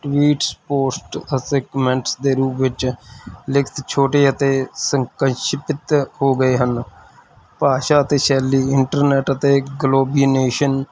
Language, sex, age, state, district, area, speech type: Punjabi, male, 30-45, Punjab, Mansa, urban, spontaneous